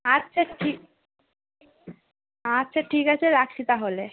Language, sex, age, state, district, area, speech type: Bengali, female, 18-30, West Bengal, Dakshin Dinajpur, urban, conversation